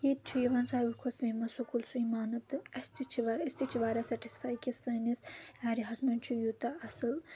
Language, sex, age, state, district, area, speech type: Kashmiri, female, 18-30, Jammu and Kashmir, Anantnag, rural, spontaneous